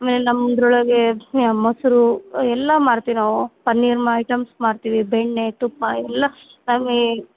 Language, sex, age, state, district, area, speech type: Kannada, female, 30-45, Karnataka, Bellary, rural, conversation